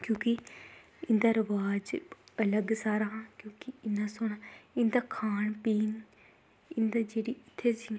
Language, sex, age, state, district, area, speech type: Dogri, female, 18-30, Jammu and Kashmir, Kathua, rural, spontaneous